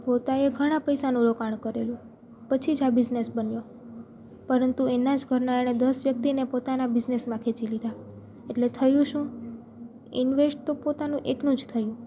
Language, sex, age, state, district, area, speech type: Gujarati, female, 18-30, Gujarat, Junagadh, rural, spontaneous